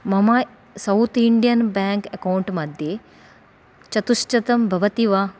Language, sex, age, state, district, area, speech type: Sanskrit, female, 30-45, Karnataka, Dakshina Kannada, urban, read